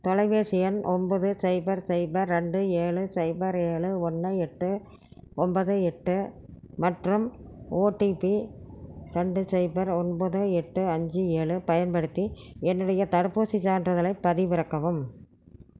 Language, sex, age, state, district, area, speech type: Tamil, female, 60+, Tamil Nadu, Erode, urban, read